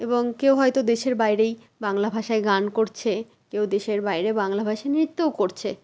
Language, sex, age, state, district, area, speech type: Bengali, female, 30-45, West Bengal, Malda, rural, spontaneous